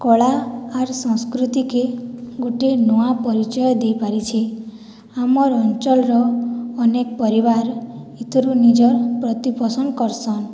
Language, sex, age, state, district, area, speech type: Odia, female, 45-60, Odisha, Boudh, rural, spontaneous